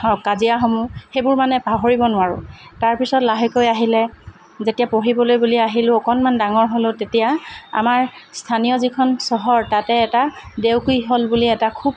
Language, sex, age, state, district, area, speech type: Assamese, female, 45-60, Assam, Dibrugarh, urban, spontaneous